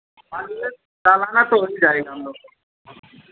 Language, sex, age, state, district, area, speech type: Hindi, male, 45-60, Uttar Pradesh, Ayodhya, rural, conversation